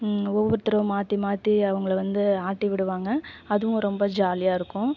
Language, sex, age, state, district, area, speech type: Tamil, female, 30-45, Tamil Nadu, Ariyalur, rural, spontaneous